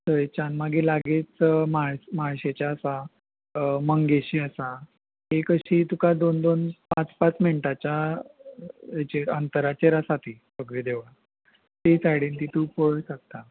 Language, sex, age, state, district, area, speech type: Goan Konkani, male, 18-30, Goa, Ponda, rural, conversation